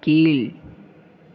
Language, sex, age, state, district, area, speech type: Tamil, male, 30-45, Tamil Nadu, Tiruvarur, rural, read